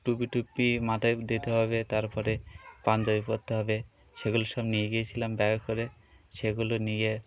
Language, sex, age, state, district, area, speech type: Bengali, male, 30-45, West Bengal, Birbhum, urban, spontaneous